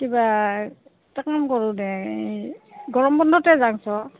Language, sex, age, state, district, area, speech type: Assamese, female, 45-60, Assam, Goalpara, urban, conversation